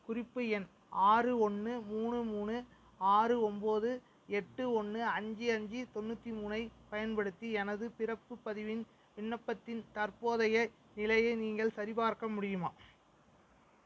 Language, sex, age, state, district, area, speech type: Tamil, male, 30-45, Tamil Nadu, Mayiladuthurai, rural, read